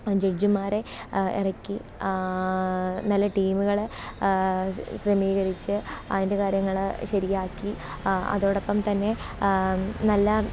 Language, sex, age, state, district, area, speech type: Malayalam, female, 18-30, Kerala, Alappuzha, rural, spontaneous